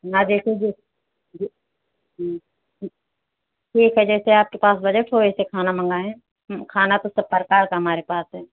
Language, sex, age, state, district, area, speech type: Hindi, female, 60+, Uttar Pradesh, Ayodhya, rural, conversation